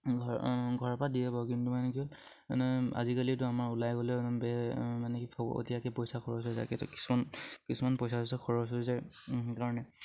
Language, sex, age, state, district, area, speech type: Assamese, male, 18-30, Assam, Charaideo, rural, spontaneous